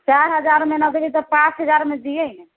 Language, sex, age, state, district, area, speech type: Maithili, female, 30-45, Bihar, Sitamarhi, urban, conversation